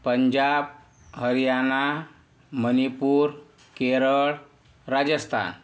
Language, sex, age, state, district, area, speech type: Marathi, male, 45-60, Maharashtra, Yavatmal, urban, spontaneous